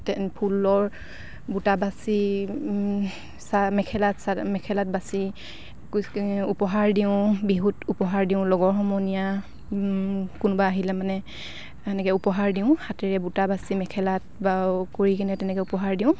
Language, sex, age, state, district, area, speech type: Assamese, female, 45-60, Assam, Dibrugarh, rural, spontaneous